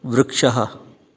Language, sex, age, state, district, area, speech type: Sanskrit, male, 30-45, Rajasthan, Ajmer, urban, read